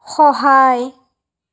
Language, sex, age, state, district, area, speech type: Assamese, female, 18-30, Assam, Sonitpur, rural, read